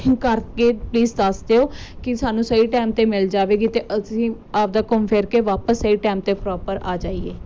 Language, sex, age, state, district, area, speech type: Punjabi, female, 18-30, Punjab, Muktsar, urban, spontaneous